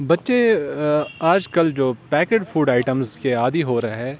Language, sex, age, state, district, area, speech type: Urdu, male, 18-30, Jammu and Kashmir, Srinagar, urban, spontaneous